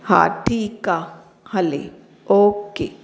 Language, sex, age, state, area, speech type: Sindhi, female, 30-45, Chhattisgarh, urban, spontaneous